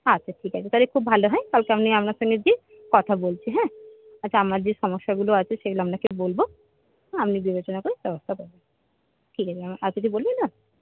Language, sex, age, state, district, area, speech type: Bengali, female, 30-45, West Bengal, Paschim Medinipur, rural, conversation